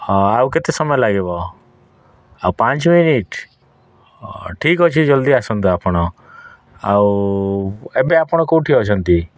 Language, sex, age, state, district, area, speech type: Odia, male, 30-45, Odisha, Kalahandi, rural, spontaneous